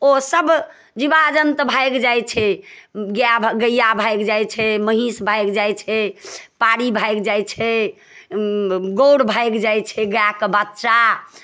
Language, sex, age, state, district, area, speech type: Maithili, female, 60+, Bihar, Darbhanga, rural, spontaneous